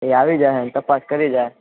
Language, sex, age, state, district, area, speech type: Gujarati, male, 18-30, Gujarat, Junagadh, urban, conversation